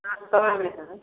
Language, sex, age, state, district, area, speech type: Hindi, female, 60+, Uttar Pradesh, Varanasi, rural, conversation